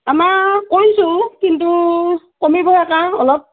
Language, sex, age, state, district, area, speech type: Assamese, female, 30-45, Assam, Morigaon, rural, conversation